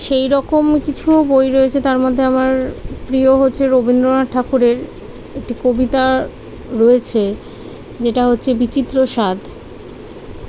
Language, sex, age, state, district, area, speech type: Bengali, female, 30-45, West Bengal, Kolkata, urban, spontaneous